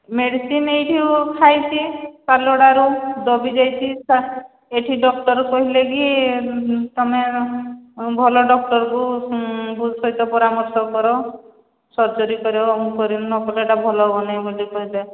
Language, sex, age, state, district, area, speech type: Odia, female, 45-60, Odisha, Angul, rural, conversation